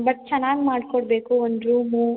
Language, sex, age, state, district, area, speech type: Kannada, female, 30-45, Karnataka, Hassan, urban, conversation